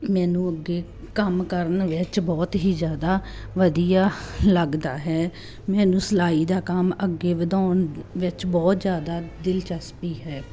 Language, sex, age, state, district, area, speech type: Punjabi, female, 30-45, Punjab, Muktsar, urban, spontaneous